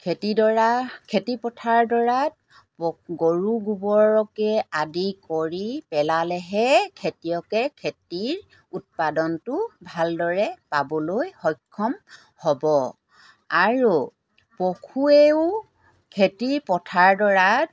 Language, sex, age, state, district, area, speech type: Assamese, female, 45-60, Assam, Golaghat, rural, spontaneous